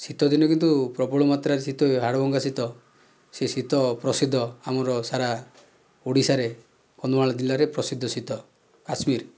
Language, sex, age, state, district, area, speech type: Odia, male, 30-45, Odisha, Kandhamal, rural, spontaneous